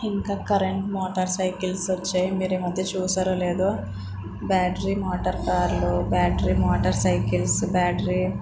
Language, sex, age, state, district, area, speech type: Telugu, female, 45-60, Andhra Pradesh, East Godavari, rural, spontaneous